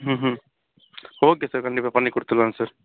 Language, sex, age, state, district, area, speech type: Tamil, male, 45-60, Tamil Nadu, Sivaganga, urban, conversation